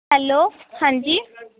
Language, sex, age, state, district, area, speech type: Punjabi, female, 18-30, Punjab, Barnala, rural, conversation